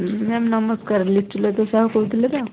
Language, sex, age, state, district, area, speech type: Odia, female, 30-45, Odisha, Kendujhar, urban, conversation